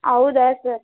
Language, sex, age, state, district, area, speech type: Kannada, female, 18-30, Karnataka, Vijayanagara, rural, conversation